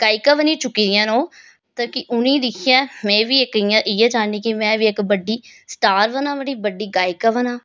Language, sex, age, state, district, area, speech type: Dogri, female, 30-45, Jammu and Kashmir, Reasi, rural, spontaneous